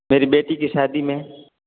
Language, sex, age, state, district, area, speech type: Hindi, male, 18-30, Rajasthan, Jodhpur, urban, conversation